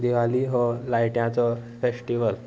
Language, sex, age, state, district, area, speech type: Goan Konkani, male, 18-30, Goa, Sanguem, rural, spontaneous